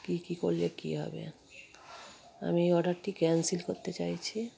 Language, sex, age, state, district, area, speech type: Bengali, female, 30-45, West Bengal, Darjeeling, rural, spontaneous